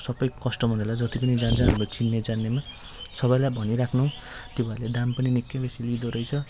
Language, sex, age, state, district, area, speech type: Nepali, male, 30-45, West Bengal, Jalpaiguri, rural, spontaneous